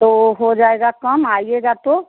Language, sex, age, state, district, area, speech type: Hindi, female, 30-45, Bihar, Samastipur, rural, conversation